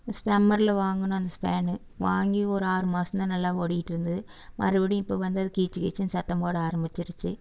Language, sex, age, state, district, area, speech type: Tamil, female, 60+, Tamil Nadu, Erode, urban, spontaneous